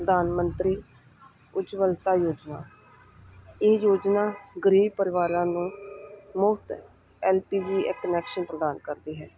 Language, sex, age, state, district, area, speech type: Punjabi, female, 30-45, Punjab, Hoshiarpur, urban, spontaneous